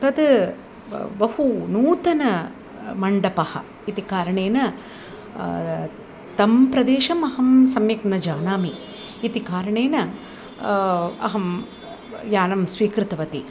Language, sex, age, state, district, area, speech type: Sanskrit, female, 60+, Tamil Nadu, Chennai, urban, spontaneous